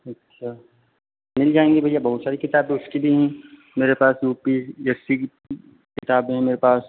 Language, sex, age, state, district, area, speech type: Hindi, male, 30-45, Uttar Pradesh, Lucknow, rural, conversation